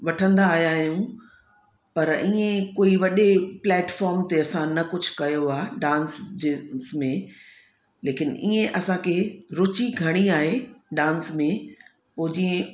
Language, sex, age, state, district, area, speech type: Sindhi, female, 45-60, Uttar Pradesh, Lucknow, urban, spontaneous